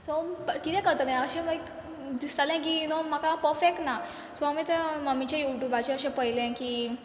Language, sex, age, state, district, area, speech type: Goan Konkani, female, 18-30, Goa, Quepem, rural, spontaneous